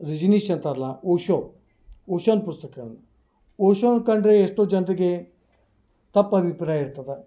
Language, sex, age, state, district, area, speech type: Kannada, male, 60+, Karnataka, Dharwad, rural, spontaneous